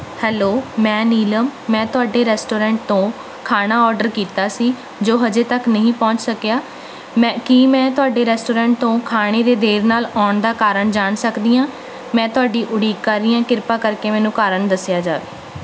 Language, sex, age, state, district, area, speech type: Punjabi, female, 18-30, Punjab, Rupnagar, urban, spontaneous